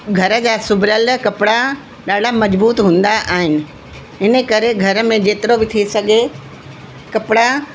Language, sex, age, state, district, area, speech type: Sindhi, female, 45-60, Delhi, South Delhi, urban, spontaneous